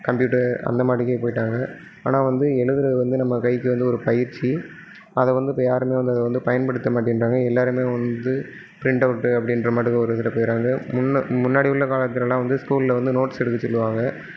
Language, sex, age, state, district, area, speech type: Tamil, male, 30-45, Tamil Nadu, Sivaganga, rural, spontaneous